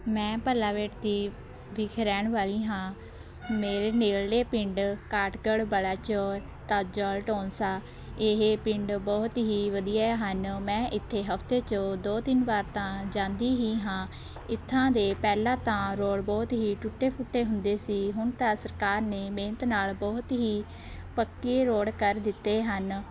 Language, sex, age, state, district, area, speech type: Punjabi, female, 18-30, Punjab, Shaheed Bhagat Singh Nagar, urban, spontaneous